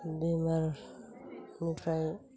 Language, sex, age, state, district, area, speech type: Bodo, female, 45-60, Assam, Chirang, rural, spontaneous